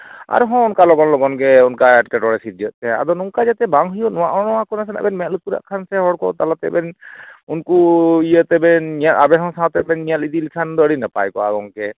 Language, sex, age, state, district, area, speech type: Santali, male, 45-60, West Bengal, Purulia, rural, conversation